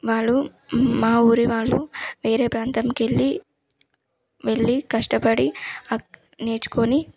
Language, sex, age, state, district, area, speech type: Telugu, female, 18-30, Telangana, Karimnagar, rural, spontaneous